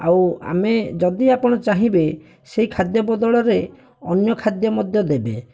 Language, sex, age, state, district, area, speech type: Odia, male, 60+, Odisha, Bhadrak, rural, spontaneous